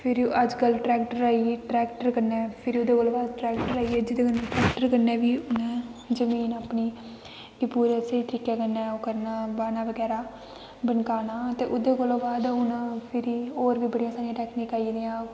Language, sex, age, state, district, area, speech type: Dogri, female, 18-30, Jammu and Kashmir, Kathua, rural, spontaneous